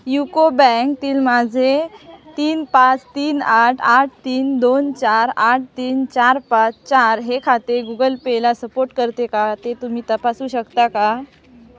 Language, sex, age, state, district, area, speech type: Marathi, female, 18-30, Maharashtra, Sindhudurg, rural, read